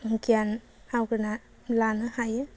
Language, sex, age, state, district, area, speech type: Bodo, female, 30-45, Assam, Baksa, rural, spontaneous